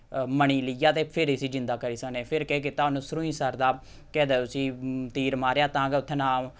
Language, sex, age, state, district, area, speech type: Dogri, male, 30-45, Jammu and Kashmir, Samba, rural, spontaneous